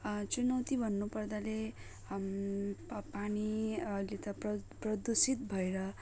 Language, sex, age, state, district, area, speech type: Nepali, female, 18-30, West Bengal, Darjeeling, rural, spontaneous